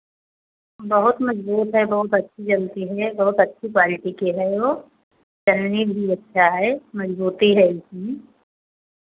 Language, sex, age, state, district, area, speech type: Hindi, female, 30-45, Uttar Pradesh, Pratapgarh, rural, conversation